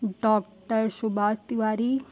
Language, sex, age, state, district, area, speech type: Hindi, female, 18-30, Uttar Pradesh, Chandauli, rural, spontaneous